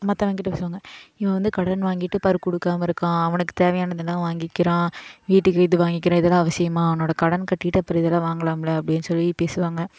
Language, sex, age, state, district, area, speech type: Tamil, female, 18-30, Tamil Nadu, Coimbatore, rural, spontaneous